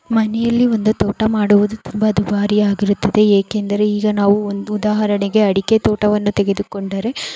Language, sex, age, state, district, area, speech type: Kannada, female, 45-60, Karnataka, Tumkur, rural, spontaneous